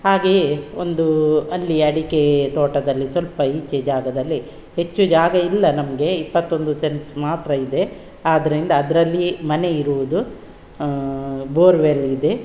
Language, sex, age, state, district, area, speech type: Kannada, female, 60+, Karnataka, Udupi, rural, spontaneous